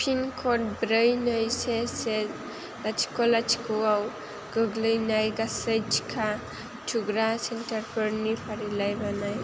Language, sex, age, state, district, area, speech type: Bodo, female, 18-30, Assam, Chirang, rural, read